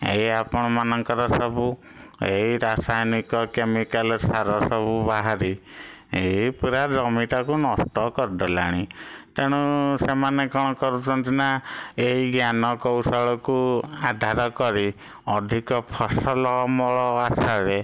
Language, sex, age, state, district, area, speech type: Odia, male, 60+, Odisha, Bhadrak, rural, spontaneous